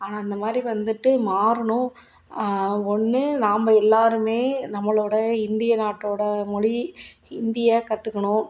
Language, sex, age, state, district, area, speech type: Tamil, female, 30-45, Tamil Nadu, Salem, rural, spontaneous